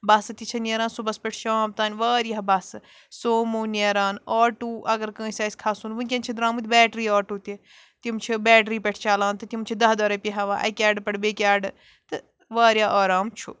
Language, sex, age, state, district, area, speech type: Kashmiri, female, 18-30, Jammu and Kashmir, Bandipora, rural, spontaneous